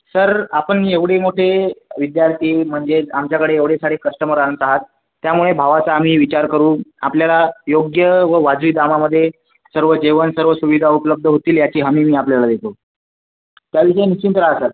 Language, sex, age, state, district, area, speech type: Marathi, male, 18-30, Maharashtra, Washim, rural, conversation